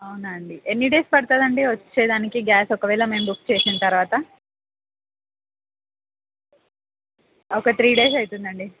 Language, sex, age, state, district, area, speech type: Telugu, female, 18-30, Andhra Pradesh, Anantapur, urban, conversation